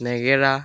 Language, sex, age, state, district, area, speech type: Assamese, male, 18-30, Assam, Biswanath, rural, spontaneous